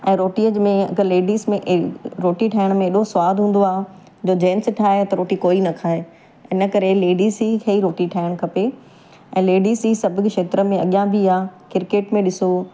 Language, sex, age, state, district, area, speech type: Sindhi, female, 45-60, Gujarat, Surat, urban, spontaneous